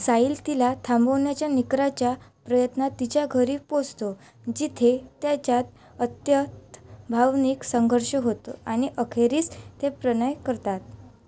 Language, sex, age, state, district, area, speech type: Marathi, female, 18-30, Maharashtra, Wardha, rural, read